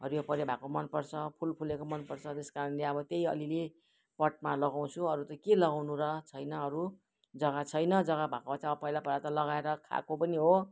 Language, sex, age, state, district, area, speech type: Nepali, female, 60+, West Bengal, Kalimpong, rural, spontaneous